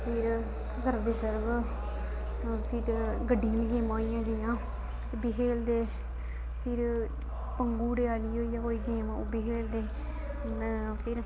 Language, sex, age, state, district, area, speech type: Dogri, female, 18-30, Jammu and Kashmir, Kathua, rural, spontaneous